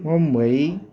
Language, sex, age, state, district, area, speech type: Marathi, male, 45-60, Maharashtra, Osmanabad, rural, spontaneous